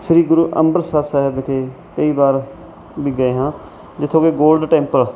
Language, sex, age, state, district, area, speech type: Punjabi, male, 45-60, Punjab, Mansa, rural, spontaneous